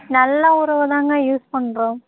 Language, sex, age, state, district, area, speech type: Tamil, female, 18-30, Tamil Nadu, Namakkal, rural, conversation